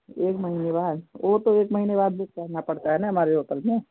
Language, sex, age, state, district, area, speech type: Hindi, male, 18-30, Uttar Pradesh, Prayagraj, urban, conversation